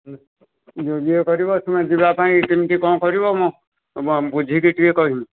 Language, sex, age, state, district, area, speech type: Odia, male, 60+, Odisha, Jharsuguda, rural, conversation